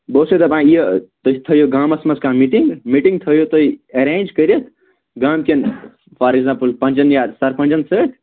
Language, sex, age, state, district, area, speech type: Kashmiri, male, 18-30, Jammu and Kashmir, Anantnag, rural, conversation